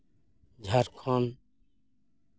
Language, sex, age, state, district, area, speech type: Santali, male, 60+, West Bengal, Paschim Bardhaman, rural, spontaneous